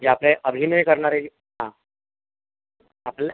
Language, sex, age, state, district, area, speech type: Marathi, male, 30-45, Maharashtra, Akola, rural, conversation